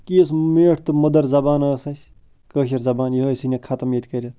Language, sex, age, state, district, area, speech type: Kashmiri, male, 30-45, Jammu and Kashmir, Bandipora, rural, spontaneous